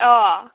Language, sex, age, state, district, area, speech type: Bodo, female, 18-30, Assam, Baksa, rural, conversation